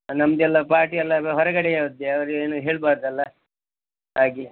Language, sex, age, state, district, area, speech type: Kannada, male, 45-60, Karnataka, Udupi, rural, conversation